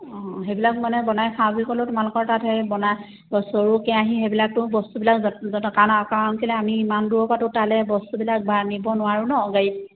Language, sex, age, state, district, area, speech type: Assamese, female, 30-45, Assam, Sivasagar, rural, conversation